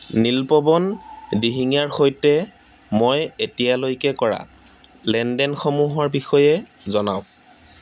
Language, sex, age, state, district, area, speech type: Assamese, male, 30-45, Assam, Dibrugarh, rural, read